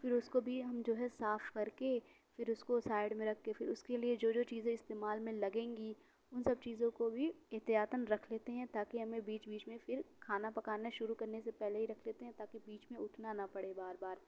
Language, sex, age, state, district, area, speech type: Urdu, female, 18-30, Uttar Pradesh, Mau, urban, spontaneous